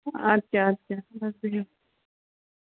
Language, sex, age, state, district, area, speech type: Kashmiri, female, 18-30, Jammu and Kashmir, Budgam, rural, conversation